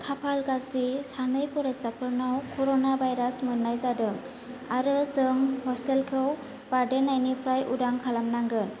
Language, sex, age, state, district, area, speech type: Bodo, female, 18-30, Assam, Kokrajhar, urban, read